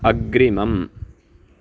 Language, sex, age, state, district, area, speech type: Sanskrit, male, 18-30, Karnataka, Uttara Kannada, rural, read